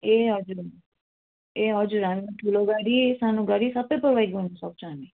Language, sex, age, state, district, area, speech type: Nepali, female, 45-60, West Bengal, Darjeeling, rural, conversation